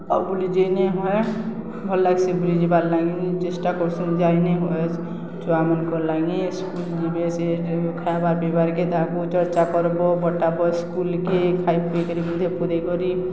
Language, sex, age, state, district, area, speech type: Odia, female, 60+, Odisha, Balangir, urban, spontaneous